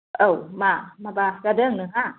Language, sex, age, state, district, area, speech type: Bodo, female, 45-60, Assam, Kokrajhar, rural, conversation